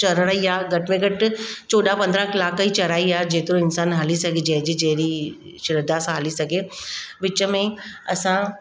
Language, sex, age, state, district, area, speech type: Sindhi, female, 30-45, Maharashtra, Mumbai Suburban, urban, spontaneous